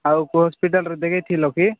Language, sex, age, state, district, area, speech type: Odia, male, 18-30, Odisha, Nabarangpur, urban, conversation